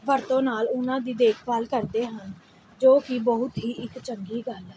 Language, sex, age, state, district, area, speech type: Punjabi, female, 18-30, Punjab, Pathankot, urban, spontaneous